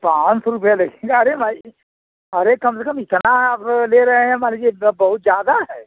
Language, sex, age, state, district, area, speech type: Hindi, male, 45-60, Uttar Pradesh, Azamgarh, rural, conversation